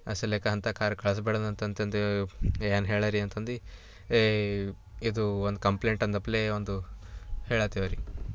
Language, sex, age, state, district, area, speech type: Kannada, male, 18-30, Karnataka, Bidar, urban, spontaneous